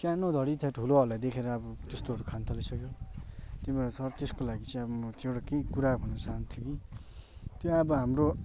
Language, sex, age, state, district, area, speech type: Nepali, male, 18-30, West Bengal, Darjeeling, urban, spontaneous